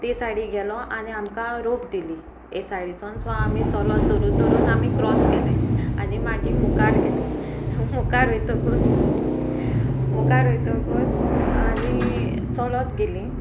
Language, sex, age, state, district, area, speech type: Goan Konkani, female, 18-30, Goa, Sanguem, rural, spontaneous